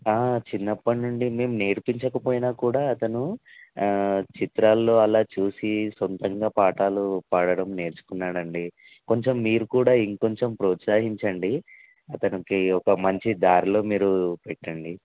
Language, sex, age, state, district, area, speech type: Telugu, male, 18-30, Telangana, Vikarabad, urban, conversation